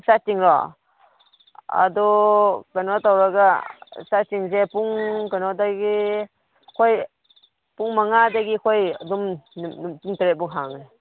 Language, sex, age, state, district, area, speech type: Manipuri, female, 30-45, Manipur, Kangpokpi, urban, conversation